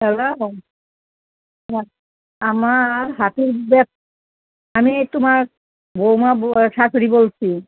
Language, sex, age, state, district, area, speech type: Bengali, female, 60+, West Bengal, Kolkata, urban, conversation